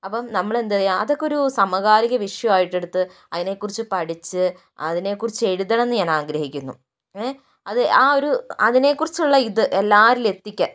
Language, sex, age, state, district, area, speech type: Malayalam, female, 30-45, Kerala, Kozhikode, urban, spontaneous